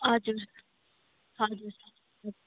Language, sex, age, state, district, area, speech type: Nepali, female, 30-45, West Bengal, Darjeeling, rural, conversation